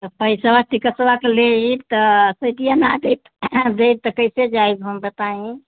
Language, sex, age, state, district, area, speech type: Hindi, female, 60+, Uttar Pradesh, Mau, rural, conversation